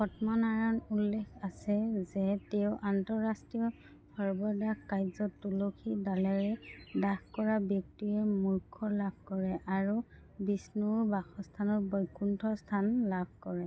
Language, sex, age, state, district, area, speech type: Assamese, female, 30-45, Assam, Dhemaji, rural, read